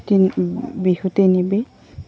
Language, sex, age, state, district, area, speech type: Assamese, female, 45-60, Assam, Goalpara, urban, spontaneous